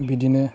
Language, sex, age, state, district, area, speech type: Bodo, male, 18-30, Assam, Udalguri, urban, spontaneous